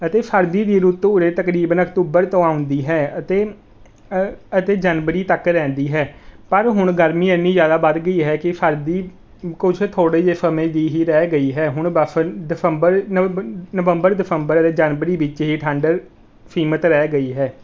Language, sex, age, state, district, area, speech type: Punjabi, male, 18-30, Punjab, Rupnagar, rural, spontaneous